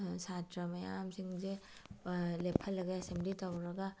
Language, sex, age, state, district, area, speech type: Manipuri, female, 45-60, Manipur, Bishnupur, rural, spontaneous